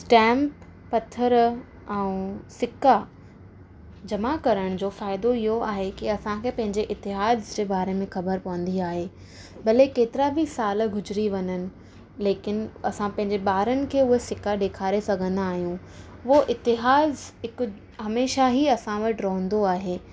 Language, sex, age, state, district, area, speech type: Sindhi, female, 18-30, Maharashtra, Thane, urban, spontaneous